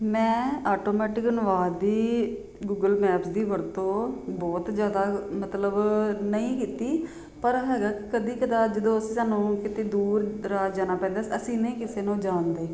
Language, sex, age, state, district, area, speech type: Punjabi, female, 30-45, Punjab, Jalandhar, urban, spontaneous